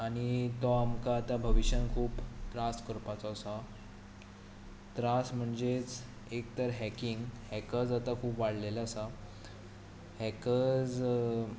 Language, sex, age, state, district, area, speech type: Goan Konkani, male, 18-30, Goa, Tiswadi, rural, spontaneous